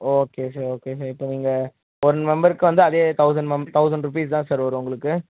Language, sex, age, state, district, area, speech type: Tamil, male, 18-30, Tamil Nadu, Vellore, rural, conversation